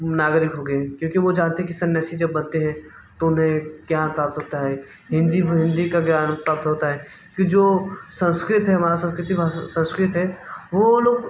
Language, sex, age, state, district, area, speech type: Hindi, male, 18-30, Uttar Pradesh, Mirzapur, urban, spontaneous